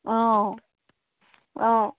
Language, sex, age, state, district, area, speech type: Assamese, female, 18-30, Assam, Charaideo, rural, conversation